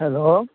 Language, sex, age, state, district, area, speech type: Nepali, male, 30-45, West Bengal, Jalpaiguri, rural, conversation